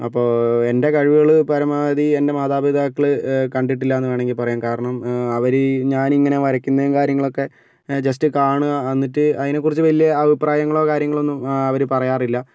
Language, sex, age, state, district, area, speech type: Malayalam, male, 45-60, Kerala, Kozhikode, urban, spontaneous